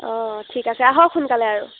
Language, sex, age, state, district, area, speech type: Assamese, female, 18-30, Assam, Golaghat, rural, conversation